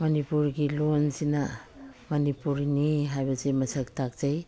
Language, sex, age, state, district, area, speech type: Manipuri, female, 60+, Manipur, Imphal East, rural, spontaneous